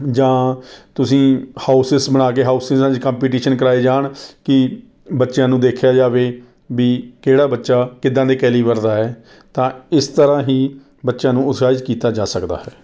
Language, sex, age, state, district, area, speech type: Punjabi, male, 30-45, Punjab, Rupnagar, rural, spontaneous